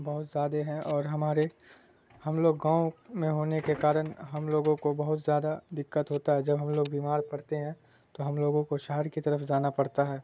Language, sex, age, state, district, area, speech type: Urdu, male, 18-30, Bihar, Supaul, rural, spontaneous